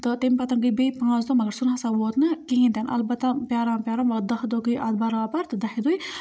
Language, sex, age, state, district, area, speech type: Kashmiri, female, 18-30, Jammu and Kashmir, Budgam, rural, spontaneous